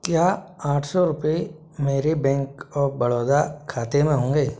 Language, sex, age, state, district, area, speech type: Hindi, male, 60+, Madhya Pradesh, Bhopal, urban, read